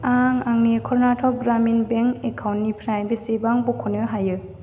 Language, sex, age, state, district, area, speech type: Bodo, female, 18-30, Assam, Chirang, rural, read